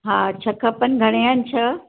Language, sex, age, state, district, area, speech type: Sindhi, female, 60+, Maharashtra, Mumbai Suburban, urban, conversation